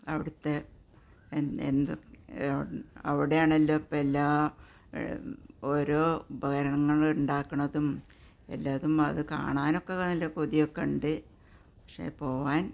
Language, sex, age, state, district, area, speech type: Malayalam, female, 60+, Kerala, Malappuram, rural, spontaneous